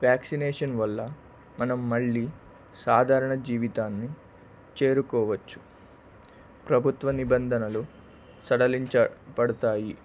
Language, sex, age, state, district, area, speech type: Telugu, male, 18-30, Andhra Pradesh, Palnadu, rural, spontaneous